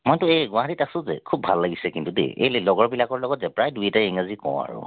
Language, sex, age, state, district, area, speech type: Assamese, male, 45-60, Assam, Tinsukia, urban, conversation